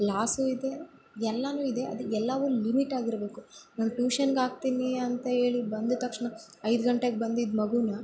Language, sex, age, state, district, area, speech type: Kannada, female, 18-30, Karnataka, Bellary, rural, spontaneous